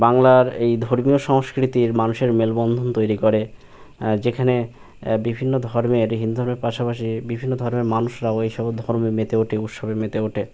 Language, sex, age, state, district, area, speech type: Bengali, male, 18-30, West Bengal, Birbhum, urban, spontaneous